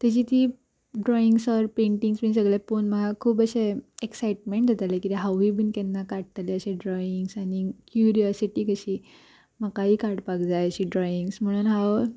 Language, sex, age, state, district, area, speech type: Goan Konkani, female, 18-30, Goa, Ponda, rural, spontaneous